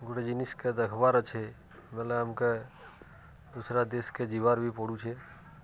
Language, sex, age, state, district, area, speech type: Odia, male, 45-60, Odisha, Nuapada, urban, spontaneous